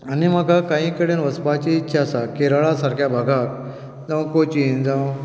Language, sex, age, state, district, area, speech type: Goan Konkani, female, 60+, Goa, Canacona, rural, spontaneous